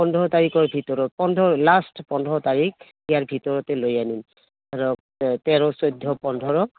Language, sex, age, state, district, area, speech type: Assamese, female, 45-60, Assam, Goalpara, urban, conversation